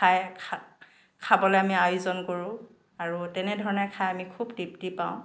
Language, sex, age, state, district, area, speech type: Assamese, female, 45-60, Assam, Dhemaji, rural, spontaneous